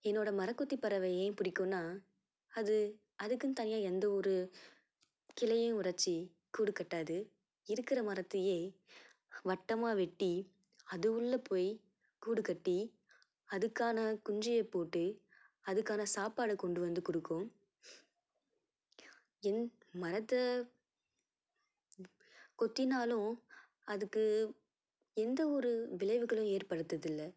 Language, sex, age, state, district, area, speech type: Tamil, female, 18-30, Tamil Nadu, Tiruvallur, rural, spontaneous